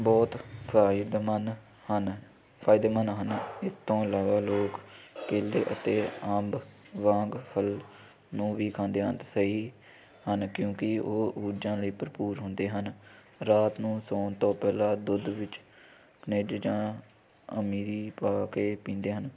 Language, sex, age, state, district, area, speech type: Punjabi, male, 18-30, Punjab, Hoshiarpur, rural, spontaneous